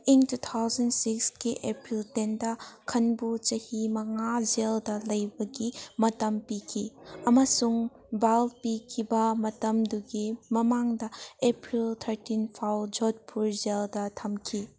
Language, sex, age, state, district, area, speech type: Manipuri, female, 18-30, Manipur, Kangpokpi, urban, read